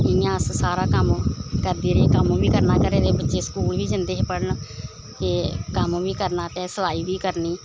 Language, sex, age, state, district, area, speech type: Dogri, female, 60+, Jammu and Kashmir, Samba, rural, spontaneous